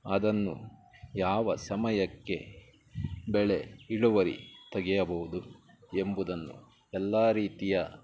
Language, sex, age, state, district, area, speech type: Kannada, male, 30-45, Karnataka, Bangalore Urban, urban, spontaneous